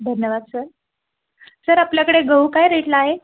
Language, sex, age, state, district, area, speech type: Marathi, female, 30-45, Maharashtra, Buldhana, rural, conversation